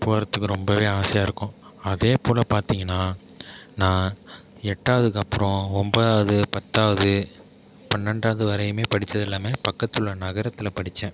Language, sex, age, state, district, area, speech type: Tamil, male, 30-45, Tamil Nadu, Tiruvarur, urban, spontaneous